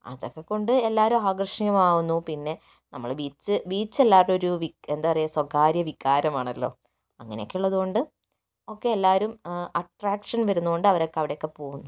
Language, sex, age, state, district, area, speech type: Malayalam, female, 30-45, Kerala, Kozhikode, urban, spontaneous